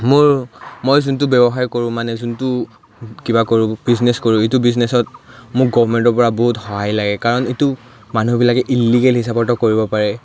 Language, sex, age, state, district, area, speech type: Assamese, male, 18-30, Assam, Udalguri, rural, spontaneous